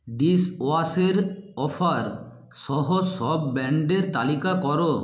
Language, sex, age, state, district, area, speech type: Bengali, male, 18-30, West Bengal, Nadia, rural, read